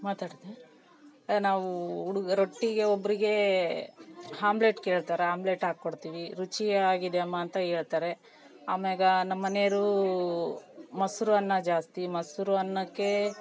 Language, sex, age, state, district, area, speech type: Kannada, female, 30-45, Karnataka, Vijayanagara, rural, spontaneous